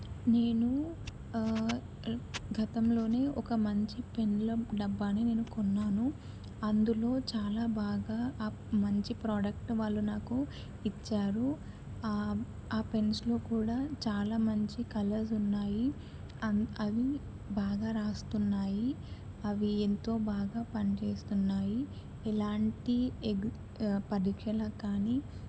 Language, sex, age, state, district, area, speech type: Telugu, female, 18-30, Telangana, Medak, urban, spontaneous